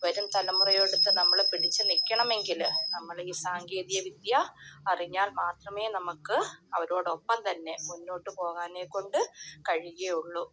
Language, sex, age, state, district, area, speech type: Malayalam, female, 30-45, Kerala, Kollam, rural, spontaneous